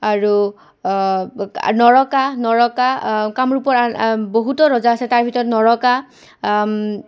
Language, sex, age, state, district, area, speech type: Assamese, female, 18-30, Assam, Goalpara, urban, spontaneous